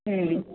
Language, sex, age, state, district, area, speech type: Manipuri, female, 45-60, Manipur, Kakching, rural, conversation